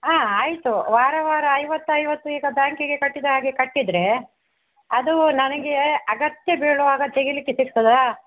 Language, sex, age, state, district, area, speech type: Kannada, female, 60+, Karnataka, Udupi, rural, conversation